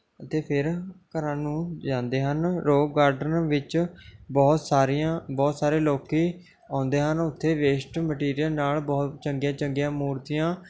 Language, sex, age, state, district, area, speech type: Punjabi, male, 18-30, Punjab, Mohali, rural, spontaneous